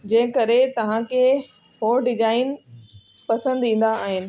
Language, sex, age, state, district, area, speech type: Sindhi, female, 30-45, Delhi, South Delhi, urban, spontaneous